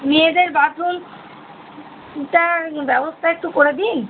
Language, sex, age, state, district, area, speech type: Bengali, female, 30-45, West Bengal, Birbhum, urban, conversation